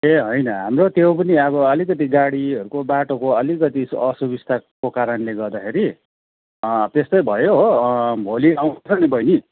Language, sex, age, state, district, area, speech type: Nepali, male, 45-60, West Bengal, Kalimpong, rural, conversation